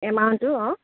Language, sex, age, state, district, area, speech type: Assamese, female, 30-45, Assam, Udalguri, urban, conversation